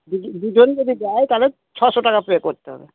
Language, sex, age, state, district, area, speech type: Bengali, male, 60+, West Bengal, Purba Bardhaman, urban, conversation